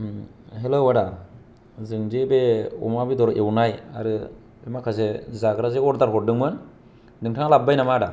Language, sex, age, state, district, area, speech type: Bodo, male, 18-30, Assam, Kokrajhar, rural, spontaneous